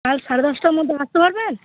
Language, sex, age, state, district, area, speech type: Bengali, female, 18-30, West Bengal, Cooch Behar, urban, conversation